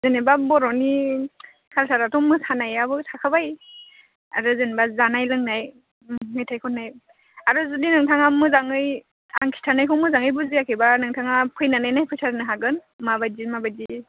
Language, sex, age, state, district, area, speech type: Bodo, female, 18-30, Assam, Chirang, rural, conversation